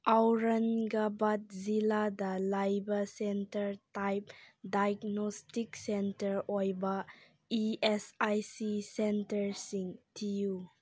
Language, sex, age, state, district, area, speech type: Manipuri, female, 18-30, Manipur, Senapati, urban, read